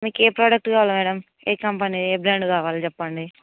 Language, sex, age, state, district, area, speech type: Telugu, female, 18-30, Telangana, Hyderabad, urban, conversation